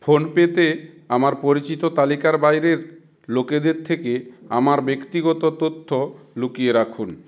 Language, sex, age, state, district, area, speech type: Bengali, male, 60+, West Bengal, South 24 Parganas, rural, read